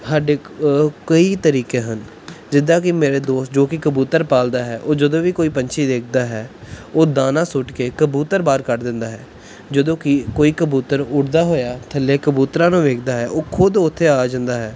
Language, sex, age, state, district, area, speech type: Punjabi, male, 18-30, Punjab, Pathankot, urban, spontaneous